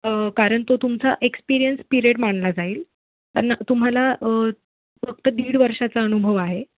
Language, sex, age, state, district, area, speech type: Marathi, female, 18-30, Maharashtra, Mumbai City, urban, conversation